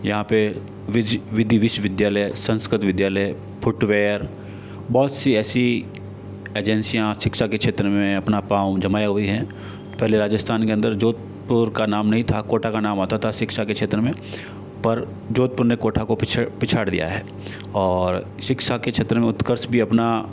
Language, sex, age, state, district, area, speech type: Hindi, male, 60+, Rajasthan, Jodhpur, urban, spontaneous